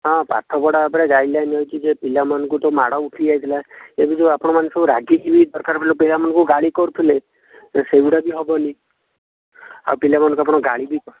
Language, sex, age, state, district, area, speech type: Odia, male, 18-30, Odisha, Jajpur, rural, conversation